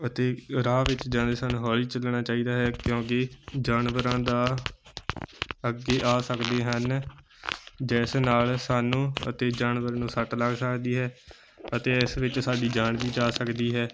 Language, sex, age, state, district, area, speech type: Punjabi, male, 18-30, Punjab, Moga, rural, spontaneous